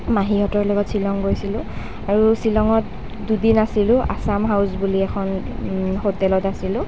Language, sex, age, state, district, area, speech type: Assamese, female, 18-30, Assam, Nalbari, rural, spontaneous